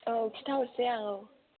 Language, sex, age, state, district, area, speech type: Bodo, female, 18-30, Assam, Kokrajhar, rural, conversation